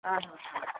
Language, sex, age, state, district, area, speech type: Odia, female, 60+, Odisha, Jharsuguda, rural, conversation